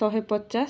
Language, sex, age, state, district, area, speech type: Odia, female, 18-30, Odisha, Balasore, rural, spontaneous